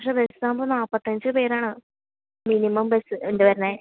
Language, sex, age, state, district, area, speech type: Malayalam, female, 30-45, Kerala, Thrissur, rural, conversation